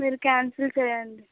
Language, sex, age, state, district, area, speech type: Telugu, female, 18-30, Andhra Pradesh, Anakapalli, rural, conversation